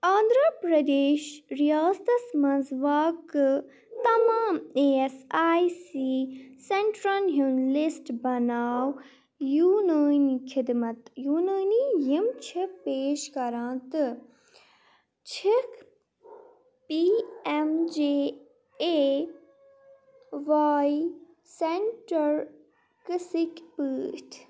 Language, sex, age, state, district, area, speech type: Kashmiri, female, 45-60, Jammu and Kashmir, Kupwara, rural, read